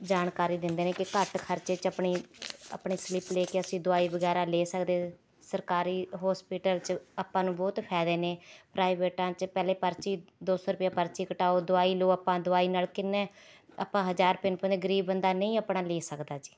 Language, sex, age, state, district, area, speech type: Punjabi, female, 30-45, Punjab, Rupnagar, urban, spontaneous